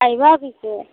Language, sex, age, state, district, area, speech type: Assamese, female, 18-30, Assam, Darrang, rural, conversation